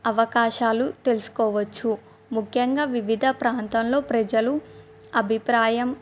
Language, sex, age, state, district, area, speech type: Telugu, female, 18-30, Telangana, Adilabad, rural, spontaneous